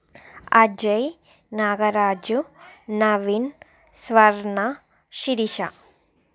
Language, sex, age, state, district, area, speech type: Telugu, female, 45-60, Andhra Pradesh, Srikakulam, urban, spontaneous